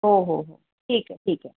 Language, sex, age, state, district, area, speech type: Marathi, female, 45-60, Maharashtra, Thane, rural, conversation